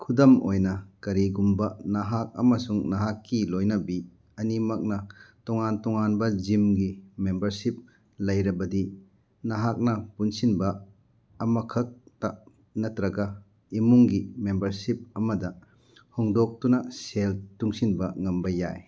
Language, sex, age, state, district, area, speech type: Manipuri, male, 30-45, Manipur, Churachandpur, rural, read